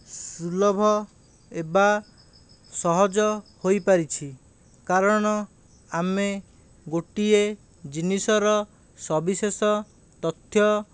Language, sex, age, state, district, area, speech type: Odia, male, 45-60, Odisha, Khordha, rural, spontaneous